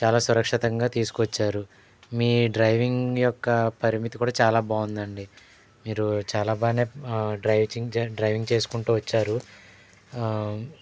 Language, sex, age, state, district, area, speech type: Telugu, male, 18-30, Andhra Pradesh, Eluru, rural, spontaneous